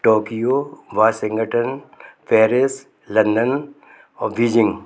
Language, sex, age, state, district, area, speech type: Hindi, male, 60+, Madhya Pradesh, Gwalior, rural, spontaneous